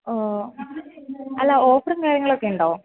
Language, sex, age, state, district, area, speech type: Malayalam, female, 18-30, Kerala, Idukki, rural, conversation